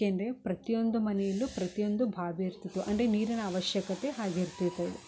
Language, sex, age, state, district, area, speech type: Kannada, female, 30-45, Karnataka, Mysore, rural, spontaneous